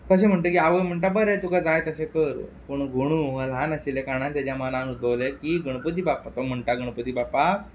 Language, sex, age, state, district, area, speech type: Goan Konkani, male, 30-45, Goa, Quepem, rural, spontaneous